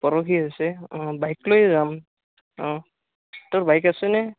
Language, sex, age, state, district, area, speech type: Assamese, male, 18-30, Assam, Barpeta, rural, conversation